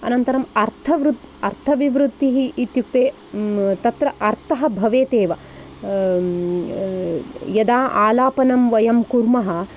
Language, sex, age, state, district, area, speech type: Sanskrit, female, 45-60, Karnataka, Udupi, urban, spontaneous